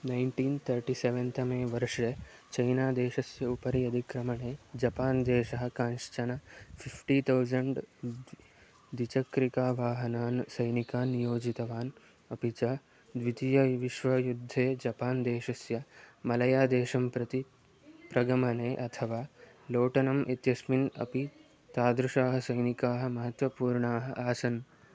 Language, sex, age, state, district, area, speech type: Sanskrit, male, 18-30, Karnataka, Chikkamagaluru, rural, read